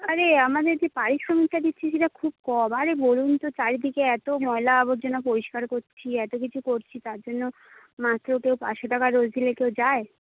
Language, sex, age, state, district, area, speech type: Bengali, female, 18-30, West Bengal, Jhargram, rural, conversation